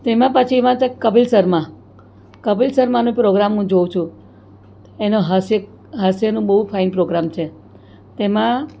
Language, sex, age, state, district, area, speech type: Gujarati, female, 60+, Gujarat, Surat, urban, spontaneous